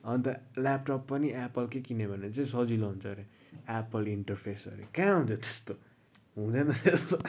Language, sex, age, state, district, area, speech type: Nepali, male, 30-45, West Bengal, Kalimpong, rural, spontaneous